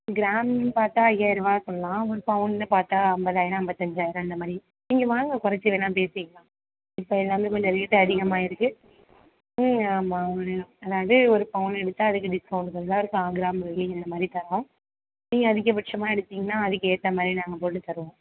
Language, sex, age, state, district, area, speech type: Tamil, female, 18-30, Tamil Nadu, Tiruvarur, rural, conversation